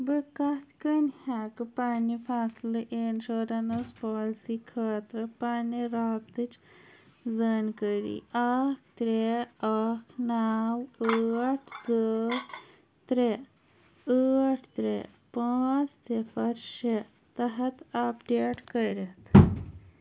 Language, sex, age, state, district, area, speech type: Kashmiri, female, 30-45, Jammu and Kashmir, Anantnag, urban, read